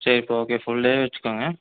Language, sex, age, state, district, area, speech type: Tamil, male, 18-30, Tamil Nadu, Erode, rural, conversation